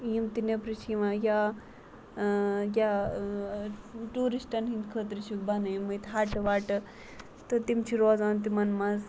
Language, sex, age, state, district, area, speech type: Kashmiri, female, 30-45, Jammu and Kashmir, Ganderbal, rural, spontaneous